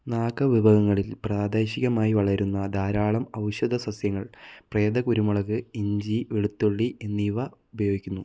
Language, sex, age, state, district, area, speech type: Malayalam, male, 18-30, Kerala, Wayanad, rural, read